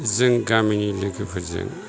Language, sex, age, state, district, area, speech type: Bodo, male, 60+, Assam, Kokrajhar, rural, spontaneous